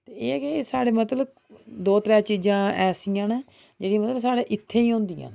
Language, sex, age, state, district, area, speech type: Dogri, female, 45-60, Jammu and Kashmir, Jammu, urban, spontaneous